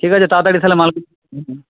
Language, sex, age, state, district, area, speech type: Bengali, male, 45-60, West Bengal, Paschim Medinipur, rural, conversation